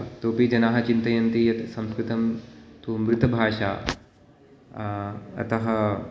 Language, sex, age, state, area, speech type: Sanskrit, male, 30-45, Uttar Pradesh, urban, spontaneous